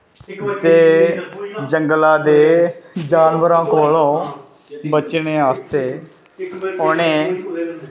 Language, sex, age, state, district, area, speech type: Dogri, male, 30-45, Jammu and Kashmir, Kathua, urban, spontaneous